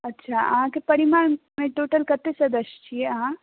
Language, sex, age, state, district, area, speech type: Maithili, female, 18-30, Bihar, Madhubani, urban, conversation